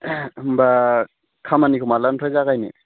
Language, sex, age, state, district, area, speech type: Bodo, male, 18-30, Assam, Udalguri, urban, conversation